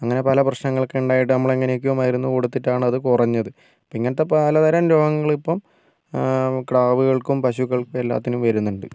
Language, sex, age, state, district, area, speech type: Malayalam, male, 30-45, Kerala, Wayanad, rural, spontaneous